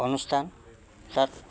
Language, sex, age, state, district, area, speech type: Assamese, male, 60+, Assam, Udalguri, rural, spontaneous